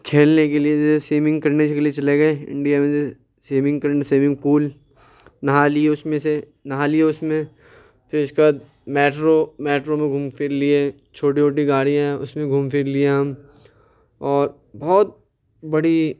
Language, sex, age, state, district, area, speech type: Urdu, male, 18-30, Uttar Pradesh, Ghaziabad, urban, spontaneous